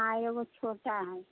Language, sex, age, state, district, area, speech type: Maithili, female, 45-60, Bihar, Sitamarhi, rural, conversation